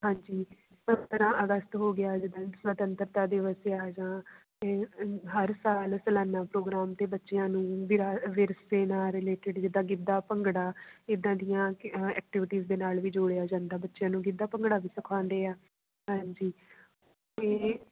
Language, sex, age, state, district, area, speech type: Punjabi, female, 30-45, Punjab, Jalandhar, rural, conversation